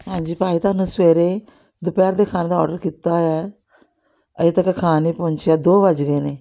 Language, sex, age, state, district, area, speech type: Punjabi, female, 60+, Punjab, Amritsar, urban, spontaneous